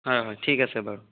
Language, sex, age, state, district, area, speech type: Assamese, male, 30-45, Assam, Sonitpur, rural, conversation